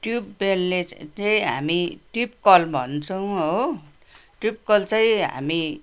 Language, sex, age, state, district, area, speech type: Nepali, female, 60+, West Bengal, Kalimpong, rural, spontaneous